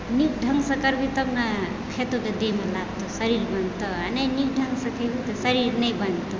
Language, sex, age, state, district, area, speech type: Maithili, female, 30-45, Bihar, Supaul, rural, spontaneous